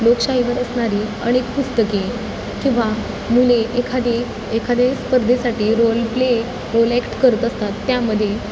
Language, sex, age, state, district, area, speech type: Marathi, female, 18-30, Maharashtra, Satara, urban, spontaneous